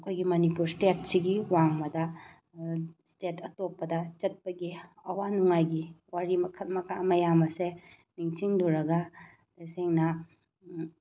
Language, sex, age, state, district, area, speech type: Manipuri, female, 30-45, Manipur, Bishnupur, rural, spontaneous